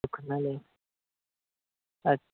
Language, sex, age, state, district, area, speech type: Punjabi, male, 18-30, Punjab, Shaheed Bhagat Singh Nagar, urban, conversation